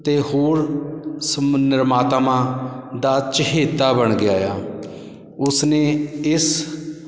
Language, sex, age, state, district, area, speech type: Punjabi, male, 45-60, Punjab, Shaheed Bhagat Singh Nagar, urban, spontaneous